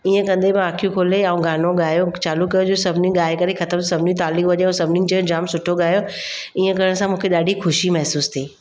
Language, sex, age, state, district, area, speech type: Sindhi, female, 30-45, Maharashtra, Mumbai Suburban, urban, spontaneous